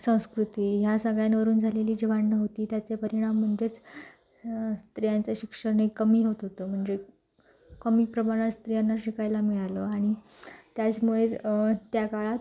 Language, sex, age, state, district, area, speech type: Marathi, female, 18-30, Maharashtra, Sindhudurg, rural, spontaneous